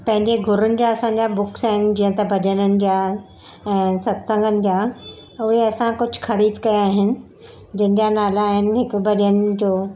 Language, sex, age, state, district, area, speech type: Sindhi, female, 60+, Maharashtra, Mumbai Suburban, urban, spontaneous